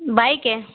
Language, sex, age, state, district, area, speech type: Hindi, female, 30-45, Madhya Pradesh, Gwalior, rural, conversation